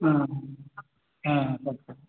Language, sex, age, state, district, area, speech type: Sanskrit, male, 45-60, Tamil Nadu, Tiruvannamalai, urban, conversation